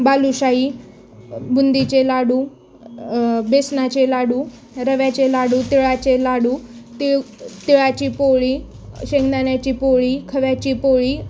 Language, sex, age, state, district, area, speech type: Marathi, female, 18-30, Maharashtra, Osmanabad, rural, spontaneous